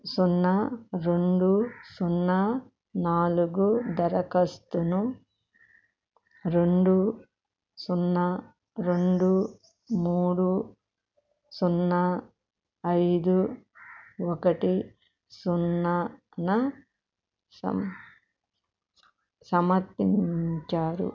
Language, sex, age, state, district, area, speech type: Telugu, female, 60+, Andhra Pradesh, Krishna, urban, read